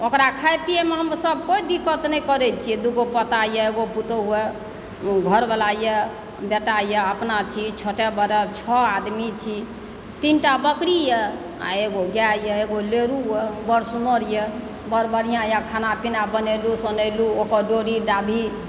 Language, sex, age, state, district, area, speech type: Maithili, male, 60+, Bihar, Supaul, rural, spontaneous